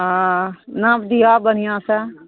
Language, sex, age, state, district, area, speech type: Maithili, female, 45-60, Bihar, Araria, rural, conversation